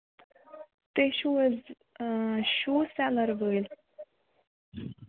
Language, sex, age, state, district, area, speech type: Kashmiri, female, 30-45, Jammu and Kashmir, Baramulla, rural, conversation